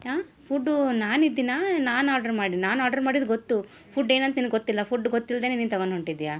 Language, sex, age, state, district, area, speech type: Kannada, female, 30-45, Karnataka, Gulbarga, urban, spontaneous